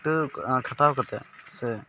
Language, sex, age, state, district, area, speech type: Santali, male, 18-30, West Bengal, Purulia, rural, spontaneous